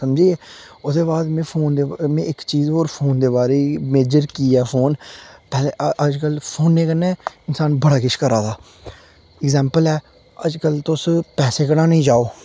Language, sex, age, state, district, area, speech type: Dogri, male, 18-30, Jammu and Kashmir, Udhampur, rural, spontaneous